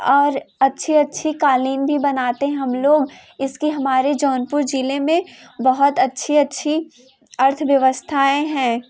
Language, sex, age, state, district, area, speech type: Hindi, female, 18-30, Uttar Pradesh, Jaunpur, urban, spontaneous